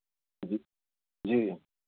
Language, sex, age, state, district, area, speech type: Hindi, male, 45-60, Madhya Pradesh, Ujjain, urban, conversation